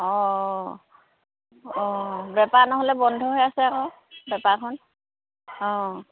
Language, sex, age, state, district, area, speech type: Assamese, female, 45-60, Assam, Lakhimpur, rural, conversation